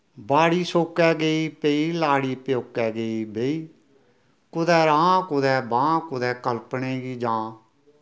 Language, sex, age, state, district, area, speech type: Dogri, male, 60+, Jammu and Kashmir, Reasi, rural, spontaneous